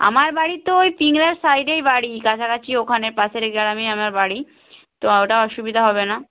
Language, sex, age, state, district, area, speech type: Bengali, female, 30-45, West Bengal, Purba Medinipur, rural, conversation